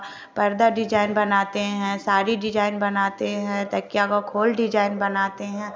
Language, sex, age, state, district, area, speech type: Hindi, female, 30-45, Bihar, Samastipur, rural, spontaneous